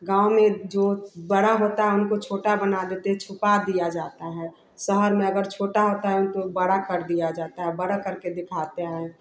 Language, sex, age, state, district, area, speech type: Hindi, female, 30-45, Bihar, Samastipur, rural, spontaneous